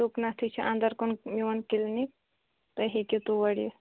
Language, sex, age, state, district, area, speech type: Kashmiri, female, 30-45, Jammu and Kashmir, Shopian, rural, conversation